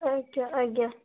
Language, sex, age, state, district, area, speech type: Odia, female, 18-30, Odisha, Bhadrak, rural, conversation